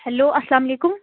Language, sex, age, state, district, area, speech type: Kashmiri, female, 18-30, Jammu and Kashmir, Srinagar, urban, conversation